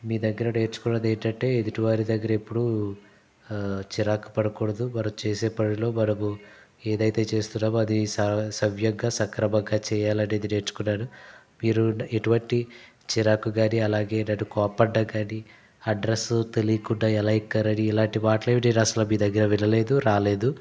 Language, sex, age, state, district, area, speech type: Telugu, male, 30-45, Andhra Pradesh, Konaseema, rural, spontaneous